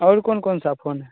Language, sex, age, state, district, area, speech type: Hindi, male, 18-30, Bihar, Begusarai, rural, conversation